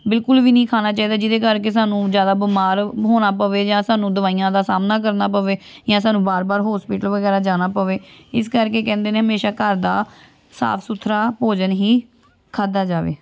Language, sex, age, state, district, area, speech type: Punjabi, female, 18-30, Punjab, Amritsar, urban, spontaneous